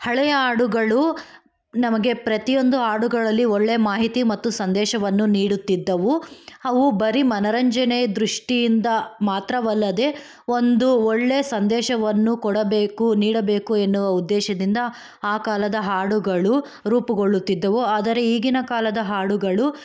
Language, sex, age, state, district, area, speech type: Kannada, female, 18-30, Karnataka, Chikkaballapur, rural, spontaneous